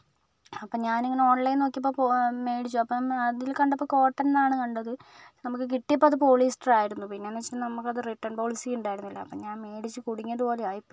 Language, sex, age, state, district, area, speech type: Malayalam, female, 18-30, Kerala, Kozhikode, urban, spontaneous